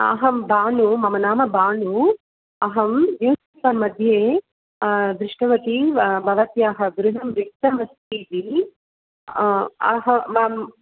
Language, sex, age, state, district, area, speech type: Sanskrit, female, 45-60, Tamil Nadu, Tiruchirappalli, urban, conversation